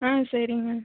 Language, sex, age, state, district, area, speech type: Tamil, female, 18-30, Tamil Nadu, Tiruchirappalli, rural, conversation